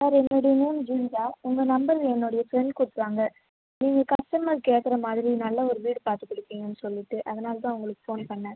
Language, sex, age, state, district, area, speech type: Tamil, female, 30-45, Tamil Nadu, Viluppuram, rural, conversation